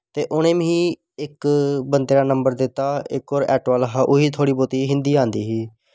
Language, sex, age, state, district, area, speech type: Dogri, male, 18-30, Jammu and Kashmir, Samba, urban, spontaneous